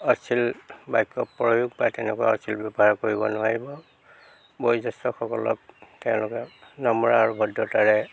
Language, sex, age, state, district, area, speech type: Assamese, male, 60+, Assam, Golaghat, urban, spontaneous